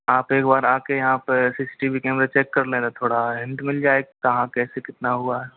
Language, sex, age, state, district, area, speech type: Hindi, male, 30-45, Rajasthan, Karauli, rural, conversation